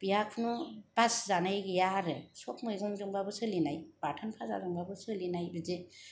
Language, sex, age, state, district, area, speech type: Bodo, female, 30-45, Assam, Kokrajhar, rural, spontaneous